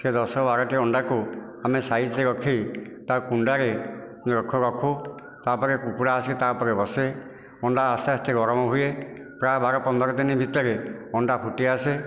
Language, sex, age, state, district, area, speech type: Odia, male, 60+, Odisha, Nayagarh, rural, spontaneous